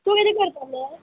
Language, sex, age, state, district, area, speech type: Goan Konkani, female, 18-30, Goa, Quepem, rural, conversation